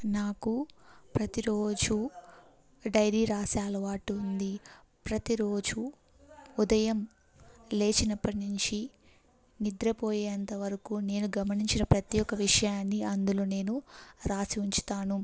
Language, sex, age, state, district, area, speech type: Telugu, female, 18-30, Andhra Pradesh, Kadapa, rural, spontaneous